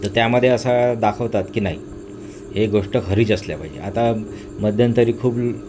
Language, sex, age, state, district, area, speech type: Marathi, male, 45-60, Maharashtra, Nagpur, urban, spontaneous